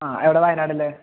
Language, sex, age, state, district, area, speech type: Malayalam, male, 30-45, Kerala, Malappuram, rural, conversation